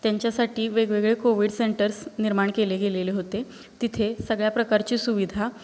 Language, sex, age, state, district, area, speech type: Marathi, female, 18-30, Maharashtra, Satara, urban, spontaneous